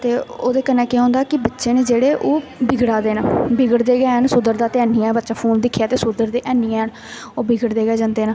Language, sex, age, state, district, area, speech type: Dogri, female, 18-30, Jammu and Kashmir, Jammu, rural, spontaneous